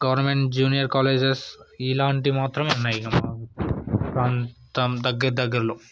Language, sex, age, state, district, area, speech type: Telugu, male, 18-30, Telangana, Yadadri Bhuvanagiri, urban, spontaneous